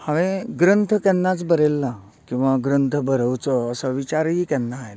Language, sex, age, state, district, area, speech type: Goan Konkani, male, 45-60, Goa, Canacona, rural, spontaneous